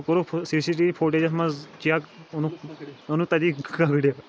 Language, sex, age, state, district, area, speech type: Kashmiri, male, 18-30, Jammu and Kashmir, Kulgam, rural, spontaneous